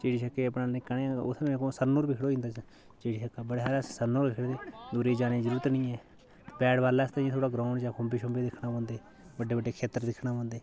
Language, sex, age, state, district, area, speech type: Dogri, male, 30-45, Jammu and Kashmir, Udhampur, rural, spontaneous